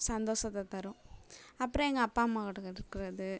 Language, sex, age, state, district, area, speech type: Tamil, female, 18-30, Tamil Nadu, Tiruchirappalli, rural, spontaneous